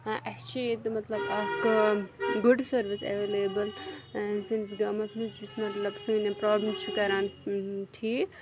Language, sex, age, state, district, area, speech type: Kashmiri, female, 18-30, Jammu and Kashmir, Kupwara, rural, spontaneous